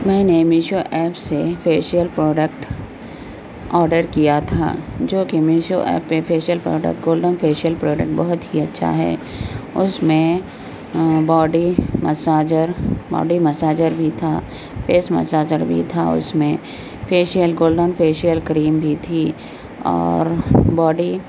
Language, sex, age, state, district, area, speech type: Urdu, female, 18-30, Telangana, Hyderabad, urban, spontaneous